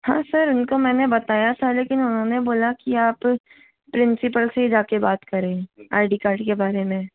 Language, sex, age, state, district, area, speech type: Hindi, female, 45-60, Rajasthan, Jaipur, urban, conversation